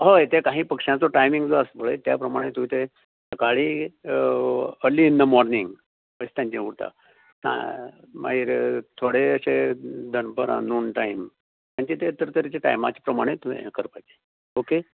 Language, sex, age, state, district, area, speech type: Goan Konkani, male, 60+, Goa, Canacona, rural, conversation